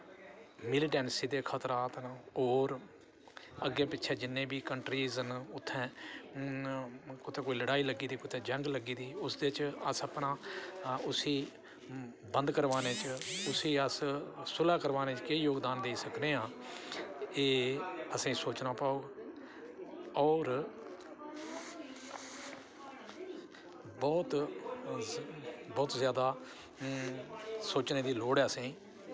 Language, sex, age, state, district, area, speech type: Dogri, male, 60+, Jammu and Kashmir, Udhampur, rural, spontaneous